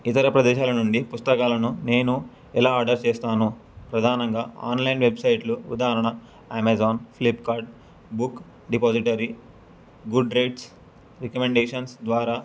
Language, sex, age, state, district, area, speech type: Telugu, male, 18-30, Telangana, Suryapet, urban, spontaneous